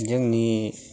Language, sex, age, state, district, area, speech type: Bodo, male, 60+, Assam, Kokrajhar, rural, spontaneous